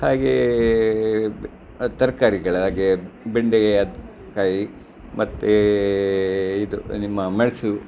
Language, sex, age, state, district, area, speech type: Kannada, male, 60+, Karnataka, Udupi, rural, spontaneous